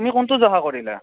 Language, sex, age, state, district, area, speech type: Assamese, male, 45-60, Assam, Morigaon, rural, conversation